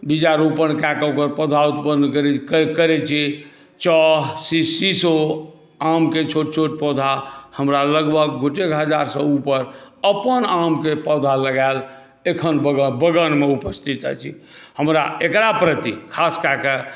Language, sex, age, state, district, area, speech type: Maithili, male, 60+, Bihar, Saharsa, urban, spontaneous